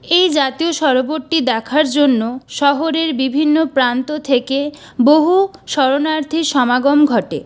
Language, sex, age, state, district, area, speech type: Bengali, female, 18-30, West Bengal, Purulia, urban, spontaneous